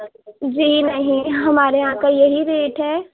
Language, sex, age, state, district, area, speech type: Urdu, female, 18-30, Uttar Pradesh, Ghaziabad, rural, conversation